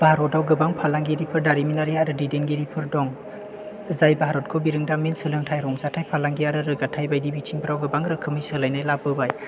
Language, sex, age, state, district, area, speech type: Bodo, male, 18-30, Assam, Chirang, urban, spontaneous